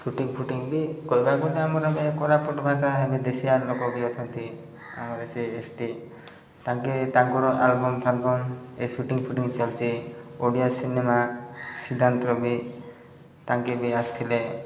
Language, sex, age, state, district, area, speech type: Odia, male, 30-45, Odisha, Koraput, urban, spontaneous